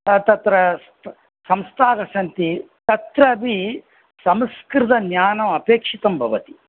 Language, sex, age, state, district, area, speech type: Sanskrit, male, 60+, Tamil Nadu, Coimbatore, urban, conversation